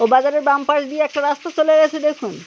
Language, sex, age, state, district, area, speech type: Bengali, male, 30-45, West Bengal, Birbhum, urban, spontaneous